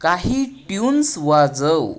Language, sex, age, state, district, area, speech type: Marathi, male, 18-30, Maharashtra, Gadchiroli, rural, read